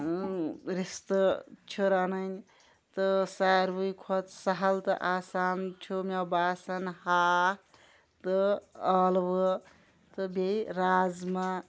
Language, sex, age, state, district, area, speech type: Kashmiri, female, 30-45, Jammu and Kashmir, Kulgam, rural, spontaneous